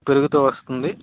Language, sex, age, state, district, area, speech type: Telugu, male, 18-30, Andhra Pradesh, Vizianagaram, rural, conversation